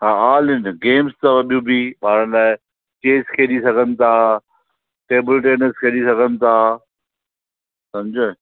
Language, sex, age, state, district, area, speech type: Sindhi, male, 45-60, Maharashtra, Thane, urban, conversation